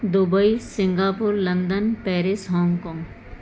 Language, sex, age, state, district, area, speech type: Sindhi, female, 45-60, Madhya Pradesh, Katni, urban, spontaneous